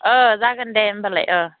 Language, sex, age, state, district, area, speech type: Bodo, female, 18-30, Assam, Udalguri, urban, conversation